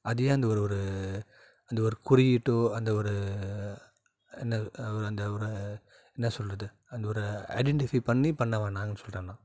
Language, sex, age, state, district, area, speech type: Tamil, male, 30-45, Tamil Nadu, Salem, urban, spontaneous